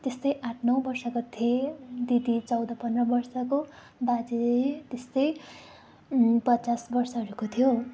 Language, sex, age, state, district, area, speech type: Nepali, female, 18-30, West Bengal, Darjeeling, rural, spontaneous